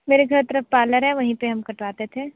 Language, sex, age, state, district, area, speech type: Hindi, female, 30-45, Uttar Pradesh, Sonbhadra, rural, conversation